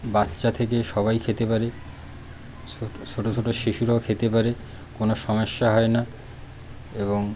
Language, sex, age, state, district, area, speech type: Bengali, male, 30-45, West Bengal, Birbhum, urban, spontaneous